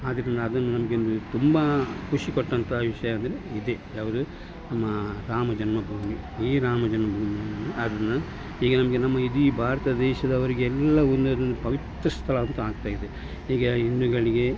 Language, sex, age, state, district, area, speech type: Kannada, male, 60+, Karnataka, Dakshina Kannada, rural, spontaneous